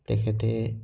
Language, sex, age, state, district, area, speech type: Assamese, male, 18-30, Assam, Udalguri, rural, spontaneous